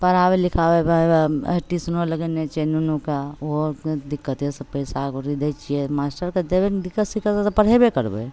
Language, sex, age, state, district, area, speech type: Maithili, female, 60+, Bihar, Madhepura, rural, spontaneous